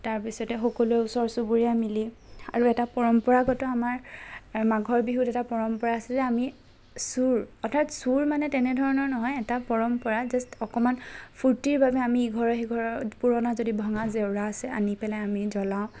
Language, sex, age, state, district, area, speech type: Assamese, female, 30-45, Assam, Lakhimpur, rural, spontaneous